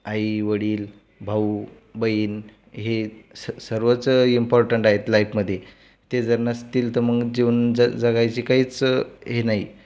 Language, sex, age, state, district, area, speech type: Marathi, male, 18-30, Maharashtra, Buldhana, urban, spontaneous